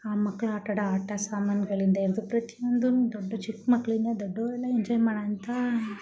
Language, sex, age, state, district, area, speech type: Kannada, female, 45-60, Karnataka, Mysore, rural, spontaneous